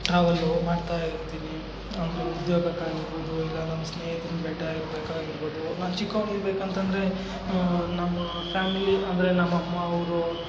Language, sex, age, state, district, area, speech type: Kannada, male, 60+, Karnataka, Kolar, rural, spontaneous